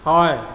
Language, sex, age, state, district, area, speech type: Assamese, male, 45-60, Assam, Tinsukia, rural, read